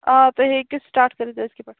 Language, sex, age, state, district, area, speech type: Kashmiri, female, 30-45, Jammu and Kashmir, Shopian, rural, conversation